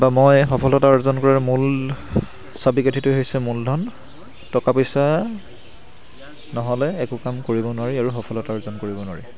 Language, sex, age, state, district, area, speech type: Assamese, male, 18-30, Assam, Charaideo, urban, spontaneous